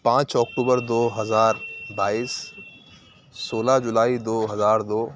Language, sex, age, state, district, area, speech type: Urdu, male, 30-45, Uttar Pradesh, Aligarh, rural, spontaneous